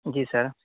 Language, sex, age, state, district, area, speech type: Urdu, male, 18-30, Uttar Pradesh, Saharanpur, urban, conversation